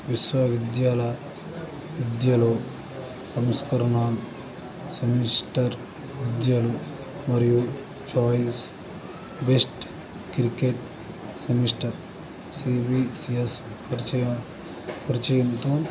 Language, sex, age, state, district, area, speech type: Telugu, male, 18-30, Andhra Pradesh, Guntur, urban, spontaneous